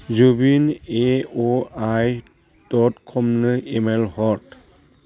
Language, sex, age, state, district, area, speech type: Bodo, male, 45-60, Assam, Chirang, rural, read